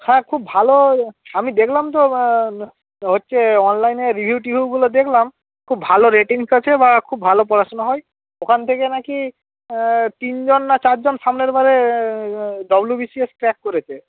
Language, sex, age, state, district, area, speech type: Bengali, male, 30-45, West Bengal, Hooghly, rural, conversation